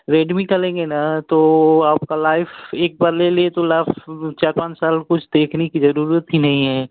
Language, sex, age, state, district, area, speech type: Hindi, male, 45-60, Uttar Pradesh, Ghazipur, rural, conversation